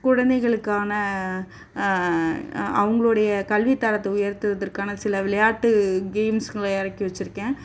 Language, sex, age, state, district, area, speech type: Tamil, female, 45-60, Tamil Nadu, Chennai, urban, spontaneous